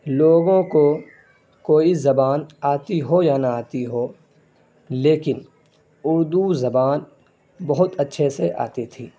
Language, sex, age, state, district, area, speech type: Urdu, male, 18-30, Bihar, Saharsa, urban, spontaneous